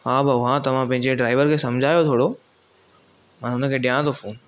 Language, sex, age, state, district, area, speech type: Sindhi, male, 18-30, Maharashtra, Thane, urban, spontaneous